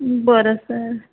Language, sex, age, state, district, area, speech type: Marathi, female, 30-45, Maharashtra, Nagpur, urban, conversation